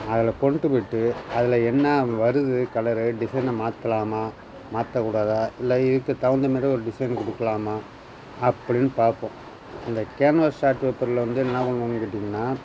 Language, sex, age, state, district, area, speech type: Tamil, male, 60+, Tamil Nadu, Nagapattinam, rural, spontaneous